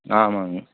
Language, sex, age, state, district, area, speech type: Tamil, male, 60+, Tamil Nadu, Erode, urban, conversation